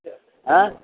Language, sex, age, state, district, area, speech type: Assamese, male, 45-60, Assam, Nalbari, rural, conversation